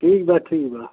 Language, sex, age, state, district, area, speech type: Hindi, male, 60+, Uttar Pradesh, Prayagraj, rural, conversation